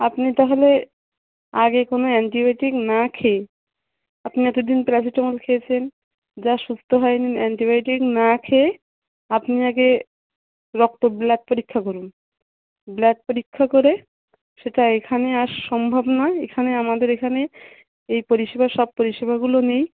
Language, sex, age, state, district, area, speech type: Bengali, female, 30-45, West Bengal, Dakshin Dinajpur, urban, conversation